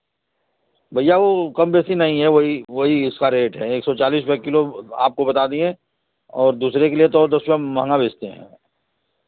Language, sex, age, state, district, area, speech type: Hindi, male, 45-60, Uttar Pradesh, Varanasi, rural, conversation